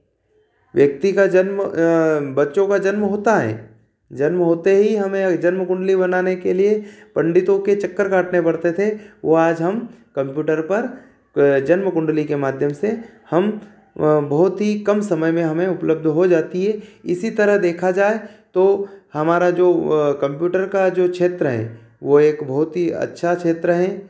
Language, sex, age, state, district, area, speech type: Hindi, male, 30-45, Madhya Pradesh, Ujjain, urban, spontaneous